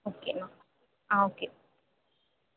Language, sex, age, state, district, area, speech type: Tamil, female, 18-30, Tamil Nadu, Vellore, urban, conversation